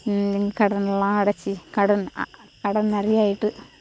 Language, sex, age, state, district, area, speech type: Tamil, female, 45-60, Tamil Nadu, Thoothukudi, rural, spontaneous